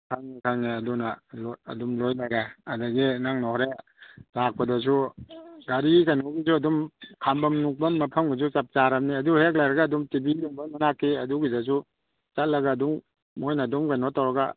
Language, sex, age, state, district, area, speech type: Manipuri, male, 45-60, Manipur, Imphal East, rural, conversation